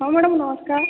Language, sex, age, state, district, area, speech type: Odia, female, 18-30, Odisha, Sambalpur, rural, conversation